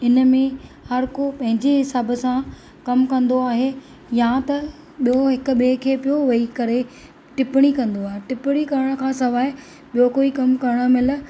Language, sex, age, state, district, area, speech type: Sindhi, female, 30-45, Maharashtra, Thane, urban, spontaneous